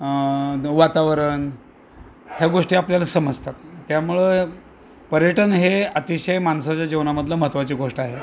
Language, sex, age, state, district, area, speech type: Marathi, male, 60+, Maharashtra, Osmanabad, rural, spontaneous